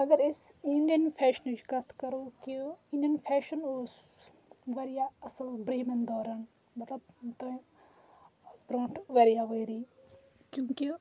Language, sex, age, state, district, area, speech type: Kashmiri, female, 18-30, Jammu and Kashmir, Kupwara, rural, spontaneous